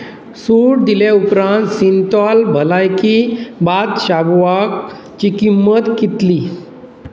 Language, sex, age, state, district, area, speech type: Goan Konkani, male, 45-60, Goa, Pernem, rural, read